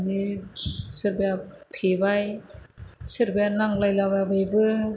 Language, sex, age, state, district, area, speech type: Bodo, female, 45-60, Assam, Chirang, rural, spontaneous